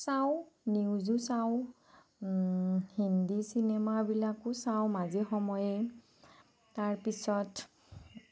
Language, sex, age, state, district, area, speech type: Assamese, female, 30-45, Assam, Nagaon, rural, spontaneous